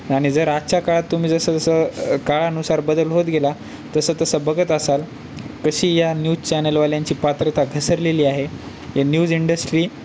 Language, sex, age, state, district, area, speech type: Marathi, male, 18-30, Maharashtra, Nanded, urban, spontaneous